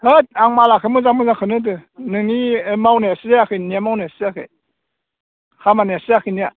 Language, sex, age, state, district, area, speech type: Bodo, male, 60+, Assam, Udalguri, rural, conversation